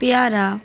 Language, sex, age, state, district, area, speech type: Bengali, female, 18-30, West Bengal, Howrah, urban, spontaneous